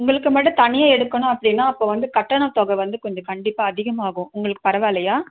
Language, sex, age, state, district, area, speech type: Tamil, female, 30-45, Tamil Nadu, Chennai, urban, conversation